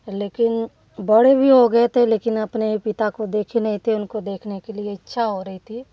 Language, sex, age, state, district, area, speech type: Hindi, female, 30-45, Uttar Pradesh, Varanasi, rural, spontaneous